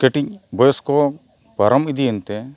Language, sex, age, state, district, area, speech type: Santali, male, 45-60, Odisha, Mayurbhanj, rural, spontaneous